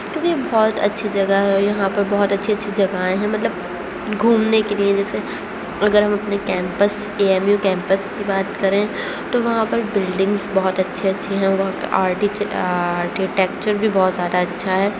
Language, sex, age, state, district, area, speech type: Urdu, female, 18-30, Uttar Pradesh, Aligarh, urban, spontaneous